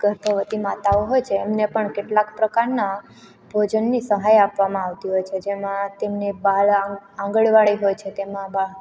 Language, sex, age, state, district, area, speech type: Gujarati, female, 18-30, Gujarat, Amreli, rural, spontaneous